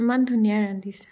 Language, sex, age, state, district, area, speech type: Assamese, female, 18-30, Assam, Tinsukia, rural, spontaneous